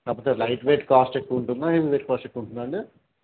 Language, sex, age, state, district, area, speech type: Telugu, male, 30-45, Telangana, Karimnagar, rural, conversation